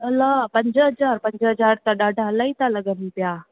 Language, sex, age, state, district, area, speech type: Sindhi, female, 18-30, Gujarat, Junagadh, rural, conversation